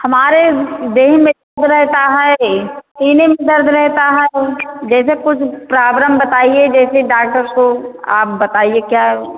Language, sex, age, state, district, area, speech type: Hindi, female, 45-60, Uttar Pradesh, Ayodhya, rural, conversation